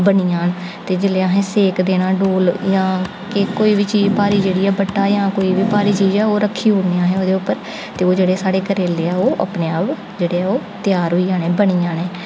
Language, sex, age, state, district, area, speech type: Dogri, female, 18-30, Jammu and Kashmir, Jammu, urban, spontaneous